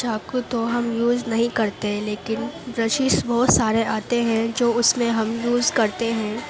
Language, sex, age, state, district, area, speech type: Urdu, female, 18-30, Uttar Pradesh, Gautam Buddha Nagar, urban, spontaneous